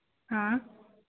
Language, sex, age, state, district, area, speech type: Hindi, female, 18-30, Madhya Pradesh, Narsinghpur, rural, conversation